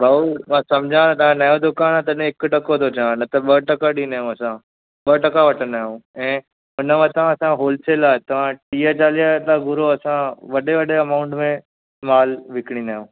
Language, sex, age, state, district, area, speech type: Sindhi, male, 18-30, Maharashtra, Thane, urban, conversation